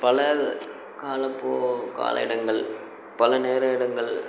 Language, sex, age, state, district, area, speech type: Tamil, male, 45-60, Tamil Nadu, Namakkal, rural, spontaneous